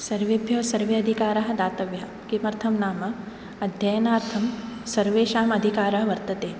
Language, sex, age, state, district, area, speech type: Sanskrit, female, 18-30, Maharashtra, Nagpur, urban, spontaneous